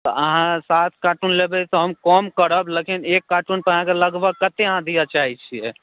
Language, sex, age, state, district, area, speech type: Maithili, male, 18-30, Bihar, Madhubani, rural, conversation